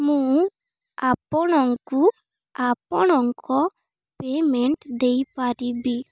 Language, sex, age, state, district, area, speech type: Odia, female, 18-30, Odisha, Balangir, urban, spontaneous